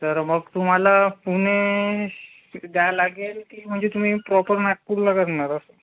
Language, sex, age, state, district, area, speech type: Marathi, male, 30-45, Maharashtra, Nagpur, urban, conversation